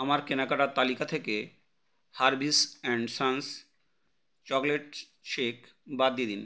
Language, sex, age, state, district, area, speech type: Bengali, male, 30-45, West Bengal, Howrah, urban, read